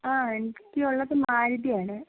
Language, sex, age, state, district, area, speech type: Malayalam, female, 45-60, Kerala, Kozhikode, urban, conversation